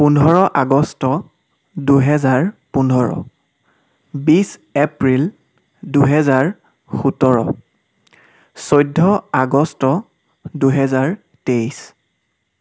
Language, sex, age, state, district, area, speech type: Assamese, male, 18-30, Assam, Sivasagar, rural, spontaneous